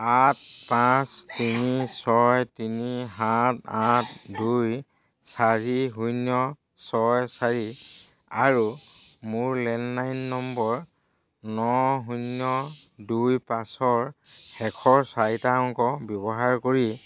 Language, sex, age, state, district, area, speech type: Assamese, male, 45-60, Assam, Dhemaji, rural, read